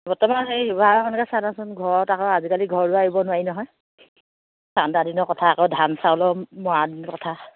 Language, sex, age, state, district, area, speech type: Assamese, female, 30-45, Assam, Sivasagar, rural, conversation